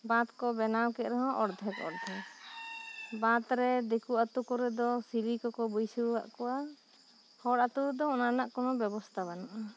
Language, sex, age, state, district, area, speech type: Santali, female, 30-45, West Bengal, Bankura, rural, spontaneous